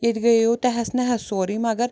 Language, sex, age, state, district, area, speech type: Kashmiri, female, 60+, Jammu and Kashmir, Srinagar, urban, spontaneous